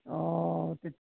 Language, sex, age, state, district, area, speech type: Assamese, male, 60+, Assam, Golaghat, rural, conversation